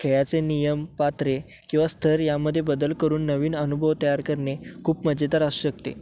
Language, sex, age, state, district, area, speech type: Marathi, male, 18-30, Maharashtra, Sangli, urban, spontaneous